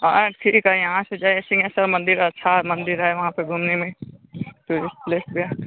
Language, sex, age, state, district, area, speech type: Hindi, male, 30-45, Bihar, Madhepura, rural, conversation